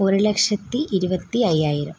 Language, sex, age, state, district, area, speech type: Malayalam, female, 18-30, Kerala, Kottayam, rural, spontaneous